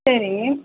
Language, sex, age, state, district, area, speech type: Tamil, female, 45-60, Tamil Nadu, Kanchipuram, urban, conversation